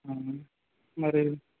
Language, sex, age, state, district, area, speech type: Telugu, male, 18-30, Andhra Pradesh, Anakapalli, rural, conversation